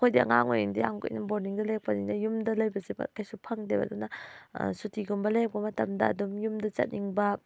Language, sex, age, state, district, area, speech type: Manipuri, female, 30-45, Manipur, Thoubal, rural, spontaneous